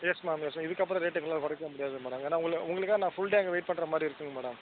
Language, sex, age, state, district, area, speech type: Tamil, male, 30-45, Tamil Nadu, Ariyalur, rural, conversation